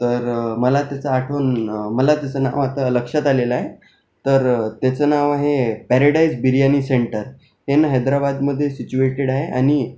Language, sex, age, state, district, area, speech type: Marathi, male, 18-30, Maharashtra, Akola, urban, spontaneous